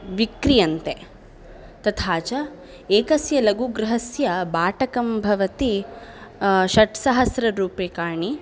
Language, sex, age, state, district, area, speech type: Sanskrit, female, 18-30, Karnataka, Udupi, urban, spontaneous